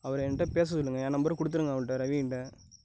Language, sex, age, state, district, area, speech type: Tamil, male, 18-30, Tamil Nadu, Nagapattinam, rural, spontaneous